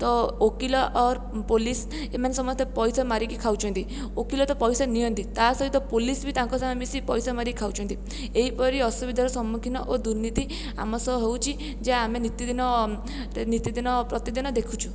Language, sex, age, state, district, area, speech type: Odia, female, 18-30, Odisha, Jajpur, rural, spontaneous